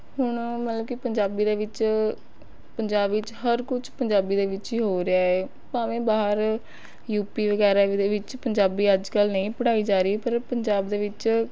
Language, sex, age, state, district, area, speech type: Punjabi, female, 18-30, Punjab, Rupnagar, urban, spontaneous